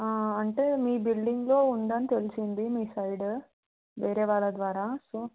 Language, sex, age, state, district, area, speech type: Telugu, female, 18-30, Telangana, Hyderabad, urban, conversation